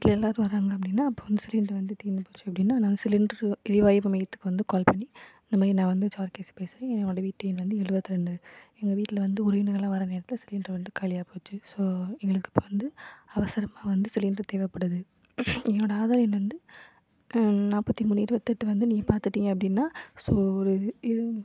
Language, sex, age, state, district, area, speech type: Tamil, female, 18-30, Tamil Nadu, Sivaganga, rural, spontaneous